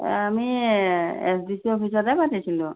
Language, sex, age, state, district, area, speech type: Assamese, female, 45-60, Assam, Majuli, rural, conversation